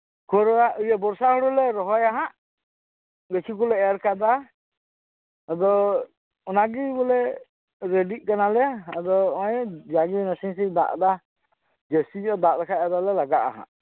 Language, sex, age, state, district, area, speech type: Santali, male, 45-60, West Bengal, Birbhum, rural, conversation